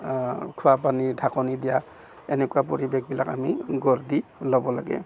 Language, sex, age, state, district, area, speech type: Assamese, male, 45-60, Assam, Barpeta, rural, spontaneous